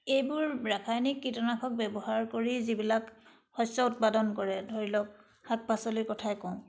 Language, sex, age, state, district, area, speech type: Assamese, female, 60+, Assam, Charaideo, urban, spontaneous